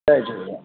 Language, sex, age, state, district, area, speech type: Sindhi, male, 60+, Delhi, South Delhi, rural, conversation